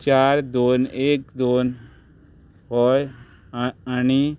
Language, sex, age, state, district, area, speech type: Goan Konkani, male, 30-45, Goa, Murmgao, rural, spontaneous